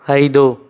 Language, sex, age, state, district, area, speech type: Kannada, male, 18-30, Karnataka, Chikkaballapur, rural, read